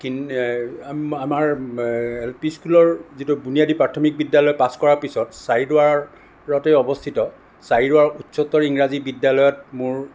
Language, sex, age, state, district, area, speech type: Assamese, male, 60+, Assam, Sonitpur, urban, spontaneous